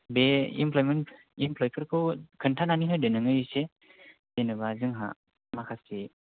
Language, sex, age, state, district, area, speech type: Bodo, male, 18-30, Assam, Kokrajhar, rural, conversation